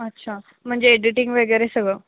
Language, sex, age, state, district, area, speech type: Marathi, female, 18-30, Maharashtra, Sangli, rural, conversation